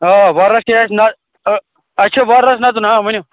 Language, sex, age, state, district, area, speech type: Kashmiri, male, 30-45, Jammu and Kashmir, Bandipora, rural, conversation